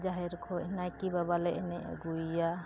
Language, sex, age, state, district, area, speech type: Santali, female, 30-45, West Bengal, Uttar Dinajpur, rural, spontaneous